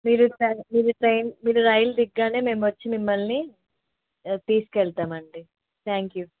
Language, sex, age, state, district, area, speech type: Telugu, female, 18-30, Telangana, Medak, rural, conversation